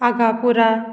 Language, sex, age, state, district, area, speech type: Goan Konkani, female, 18-30, Goa, Murmgao, rural, spontaneous